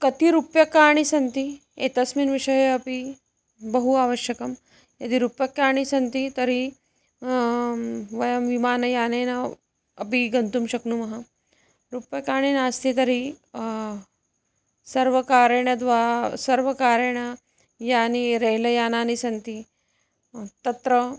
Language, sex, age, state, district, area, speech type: Sanskrit, female, 30-45, Maharashtra, Nagpur, urban, spontaneous